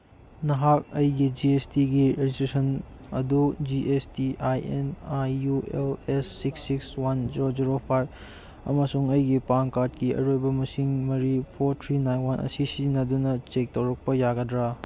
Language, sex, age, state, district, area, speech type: Manipuri, male, 18-30, Manipur, Churachandpur, rural, read